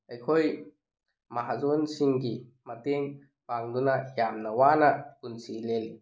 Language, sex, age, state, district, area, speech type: Manipuri, male, 30-45, Manipur, Tengnoupal, rural, spontaneous